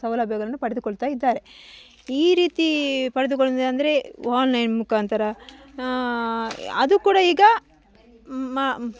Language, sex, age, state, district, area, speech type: Kannada, female, 45-60, Karnataka, Dakshina Kannada, rural, spontaneous